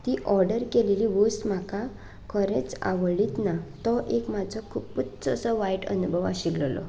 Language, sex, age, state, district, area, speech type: Goan Konkani, female, 18-30, Goa, Canacona, rural, spontaneous